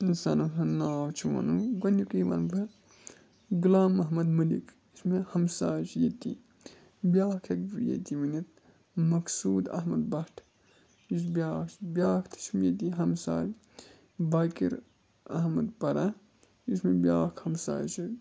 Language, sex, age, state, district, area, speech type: Kashmiri, male, 18-30, Jammu and Kashmir, Budgam, rural, spontaneous